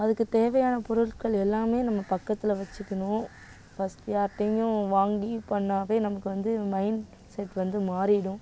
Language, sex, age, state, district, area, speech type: Tamil, female, 18-30, Tamil Nadu, Nagapattinam, urban, spontaneous